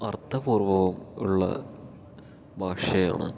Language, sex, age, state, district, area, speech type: Malayalam, male, 18-30, Kerala, Palakkad, rural, spontaneous